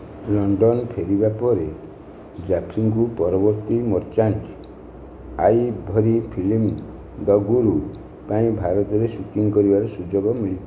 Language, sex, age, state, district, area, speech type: Odia, male, 60+, Odisha, Nayagarh, rural, read